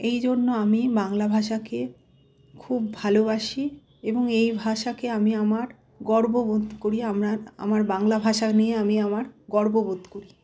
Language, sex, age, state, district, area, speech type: Bengali, female, 45-60, West Bengal, Malda, rural, spontaneous